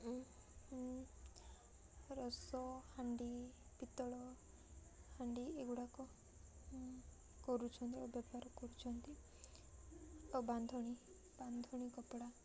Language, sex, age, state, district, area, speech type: Odia, female, 18-30, Odisha, Koraput, urban, spontaneous